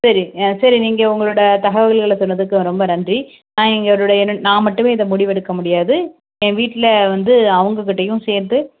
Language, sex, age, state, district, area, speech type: Tamil, female, 30-45, Tamil Nadu, Tirunelveli, rural, conversation